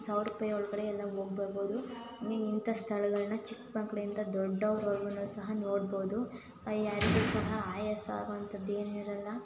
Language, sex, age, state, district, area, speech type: Kannada, female, 18-30, Karnataka, Hassan, rural, spontaneous